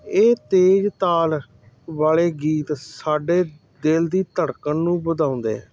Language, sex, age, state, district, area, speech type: Punjabi, male, 45-60, Punjab, Hoshiarpur, urban, spontaneous